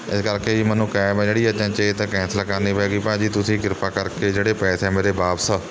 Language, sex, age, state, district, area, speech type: Punjabi, male, 30-45, Punjab, Mohali, rural, spontaneous